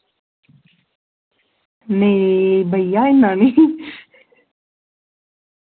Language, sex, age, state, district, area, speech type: Dogri, female, 18-30, Jammu and Kashmir, Samba, rural, conversation